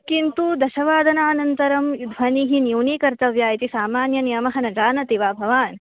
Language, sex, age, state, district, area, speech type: Sanskrit, female, 18-30, Maharashtra, Mumbai Suburban, urban, conversation